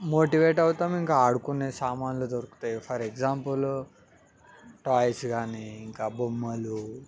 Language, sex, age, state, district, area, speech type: Telugu, male, 18-30, Telangana, Ranga Reddy, urban, spontaneous